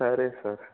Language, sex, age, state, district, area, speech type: Telugu, male, 18-30, Telangana, Mahabubabad, urban, conversation